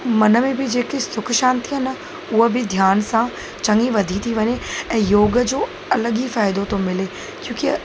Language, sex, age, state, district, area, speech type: Sindhi, female, 30-45, Gujarat, Kutch, rural, spontaneous